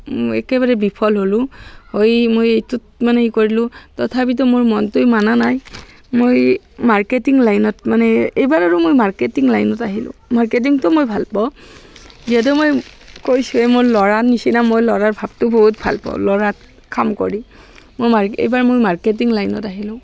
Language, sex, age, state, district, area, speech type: Assamese, female, 45-60, Assam, Barpeta, rural, spontaneous